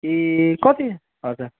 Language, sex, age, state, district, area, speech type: Nepali, male, 18-30, West Bengal, Kalimpong, rural, conversation